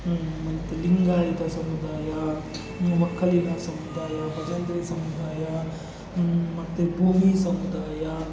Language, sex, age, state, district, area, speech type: Kannada, male, 45-60, Karnataka, Kolar, rural, spontaneous